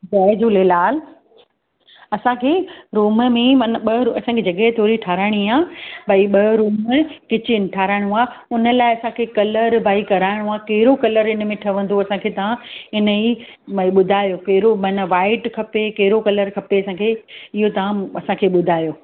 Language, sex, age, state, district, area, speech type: Sindhi, female, 45-60, Gujarat, Surat, urban, conversation